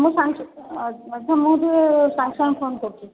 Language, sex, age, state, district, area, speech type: Odia, female, 60+, Odisha, Angul, rural, conversation